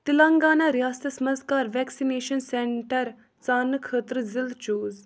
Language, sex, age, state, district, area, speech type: Kashmiri, female, 18-30, Jammu and Kashmir, Budgam, rural, read